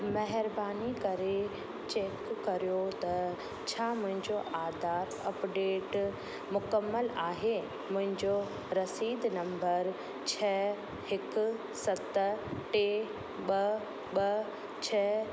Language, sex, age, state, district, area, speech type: Sindhi, female, 30-45, Rajasthan, Ajmer, urban, read